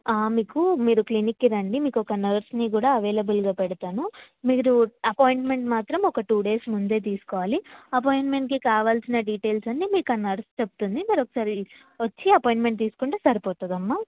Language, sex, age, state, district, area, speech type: Telugu, female, 18-30, Telangana, Karimnagar, urban, conversation